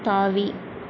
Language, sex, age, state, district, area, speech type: Tamil, female, 45-60, Tamil Nadu, Erode, rural, read